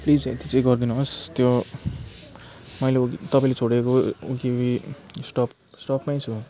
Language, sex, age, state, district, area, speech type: Nepali, male, 30-45, West Bengal, Jalpaiguri, rural, spontaneous